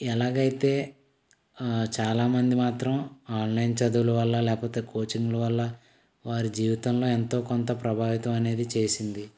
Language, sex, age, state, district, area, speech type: Telugu, male, 18-30, Andhra Pradesh, Konaseema, rural, spontaneous